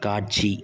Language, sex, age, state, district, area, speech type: Tamil, male, 18-30, Tamil Nadu, Pudukkottai, rural, read